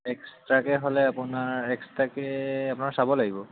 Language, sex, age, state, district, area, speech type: Assamese, male, 18-30, Assam, Sivasagar, urban, conversation